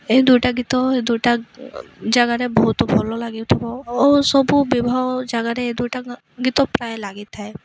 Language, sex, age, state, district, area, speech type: Odia, female, 18-30, Odisha, Malkangiri, urban, spontaneous